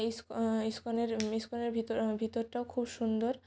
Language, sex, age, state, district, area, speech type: Bengali, female, 18-30, West Bengal, Jalpaiguri, rural, spontaneous